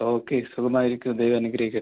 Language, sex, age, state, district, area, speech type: Malayalam, male, 18-30, Kerala, Thiruvananthapuram, rural, conversation